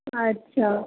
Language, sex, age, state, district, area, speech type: Maithili, female, 18-30, Bihar, Darbhanga, rural, conversation